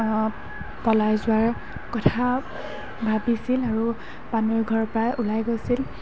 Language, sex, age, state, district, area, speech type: Assamese, female, 18-30, Assam, Golaghat, urban, spontaneous